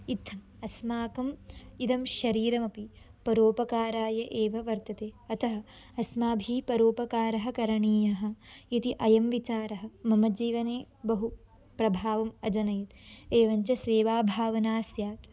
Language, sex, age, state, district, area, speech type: Sanskrit, female, 18-30, Karnataka, Belgaum, rural, spontaneous